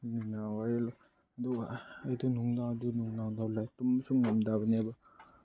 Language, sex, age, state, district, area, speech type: Manipuri, male, 18-30, Manipur, Chandel, rural, spontaneous